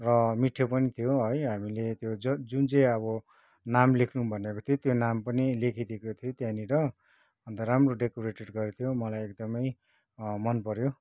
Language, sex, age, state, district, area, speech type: Nepali, male, 45-60, West Bengal, Kalimpong, rural, spontaneous